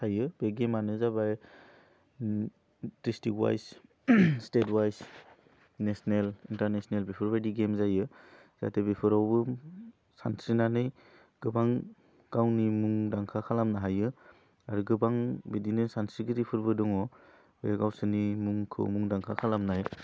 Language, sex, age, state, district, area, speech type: Bodo, male, 18-30, Assam, Udalguri, urban, spontaneous